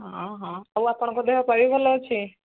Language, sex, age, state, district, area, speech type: Odia, female, 45-60, Odisha, Angul, rural, conversation